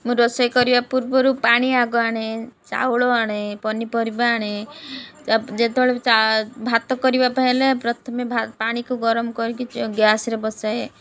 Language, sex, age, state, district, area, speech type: Odia, female, 30-45, Odisha, Rayagada, rural, spontaneous